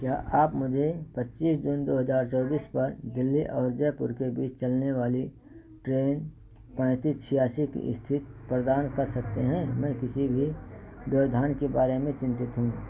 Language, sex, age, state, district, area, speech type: Hindi, male, 60+, Uttar Pradesh, Ayodhya, urban, read